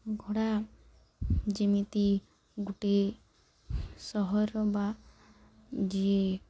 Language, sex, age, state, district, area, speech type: Odia, female, 18-30, Odisha, Nuapada, urban, spontaneous